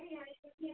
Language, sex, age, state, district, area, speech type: Odia, female, 30-45, Odisha, Kalahandi, rural, conversation